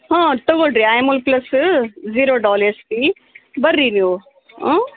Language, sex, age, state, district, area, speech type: Kannada, female, 30-45, Karnataka, Bellary, rural, conversation